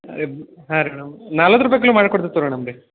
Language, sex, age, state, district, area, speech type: Kannada, male, 18-30, Karnataka, Belgaum, rural, conversation